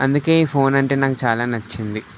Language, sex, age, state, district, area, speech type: Telugu, male, 18-30, Telangana, Nalgonda, urban, spontaneous